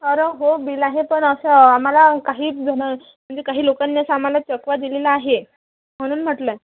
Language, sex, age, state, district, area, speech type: Marathi, female, 18-30, Maharashtra, Amravati, urban, conversation